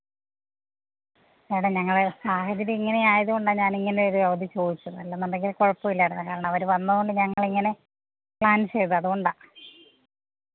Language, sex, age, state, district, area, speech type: Malayalam, female, 30-45, Kerala, Pathanamthitta, rural, conversation